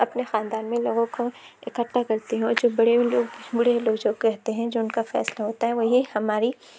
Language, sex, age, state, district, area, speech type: Urdu, female, 18-30, Uttar Pradesh, Lucknow, rural, spontaneous